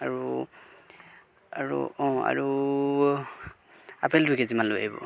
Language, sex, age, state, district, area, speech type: Assamese, male, 30-45, Assam, Golaghat, rural, spontaneous